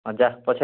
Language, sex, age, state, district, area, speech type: Odia, male, 18-30, Odisha, Kalahandi, rural, conversation